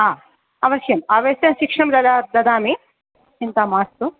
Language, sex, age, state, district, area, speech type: Sanskrit, female, 60+, Tamil Nadu, Thanjavur, urban, conversation